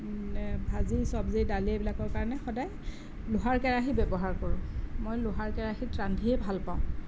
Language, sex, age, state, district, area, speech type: Assamese, female, 45-60, Assam, Sonitpur, urban, spontaneous